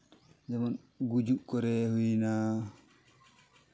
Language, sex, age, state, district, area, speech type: Santali, male, 18-30, Jharkhand, East Singhbhum, rural, spontaneous